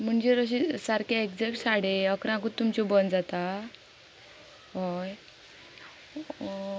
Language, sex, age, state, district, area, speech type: Goan Konkani, female, 18-30, Goa, Ponda, rural, spontaneous